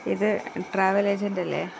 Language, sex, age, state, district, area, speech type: Malayalam, female, 45-60, Kerala, Kozhikode, rural, spontaneous